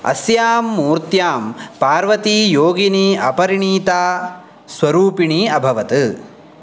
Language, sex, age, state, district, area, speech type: Sanskrit, male, 18-30, Karnataka, Uttara Kannada, rural, read